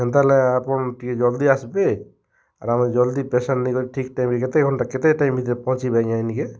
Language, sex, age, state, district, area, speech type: Odia, male, 30-45, Odisha, Kalahandi, rural, spontaneous